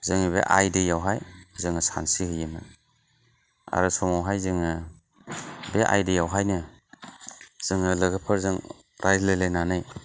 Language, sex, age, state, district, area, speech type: Bodo, male, 45-60, Assam, Chirang, urban, spontaneous